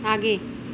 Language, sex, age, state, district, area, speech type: Hindi, female, 30-45, Uttar Pradesh, Mau, rural, read